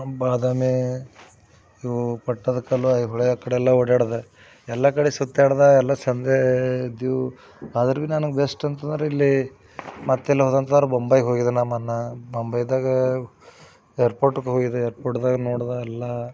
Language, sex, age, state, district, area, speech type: Kannada, male, 30-45, Karnataka, Bidar, urban, spontaneous